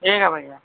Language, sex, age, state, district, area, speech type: Urdu, male, 30-45, Uttar Pradesh, Gautam Buddha Nagar, urban, conversation